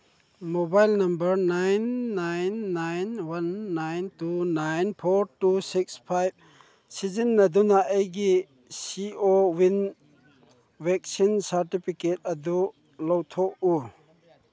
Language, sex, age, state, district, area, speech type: Manipuri, male, 45-60, Manipur, Chandel, rural, read